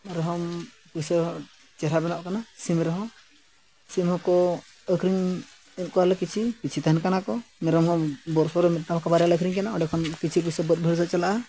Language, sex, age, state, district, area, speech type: Santali, male, 45-60, Odisha, Mayurbhanj, rural, spontaneous